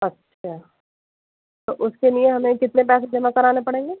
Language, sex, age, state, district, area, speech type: Urdu, female, 30-45, Delhi, East Delhi, urban, conversation